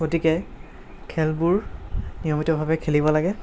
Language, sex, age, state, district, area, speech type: Assamese, male, 18-30, Assam, Nagaon, rural, spontaneous